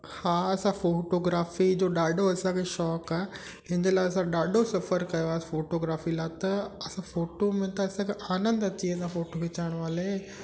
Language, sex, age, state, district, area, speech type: Sindhi, male, 18-30, Gujarat, Kutch, urban, spontaneous